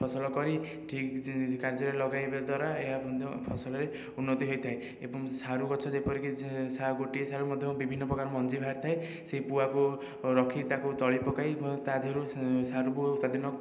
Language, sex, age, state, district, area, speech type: Odia, male, 18-30, Odisha, Khordha, rural, spontaneous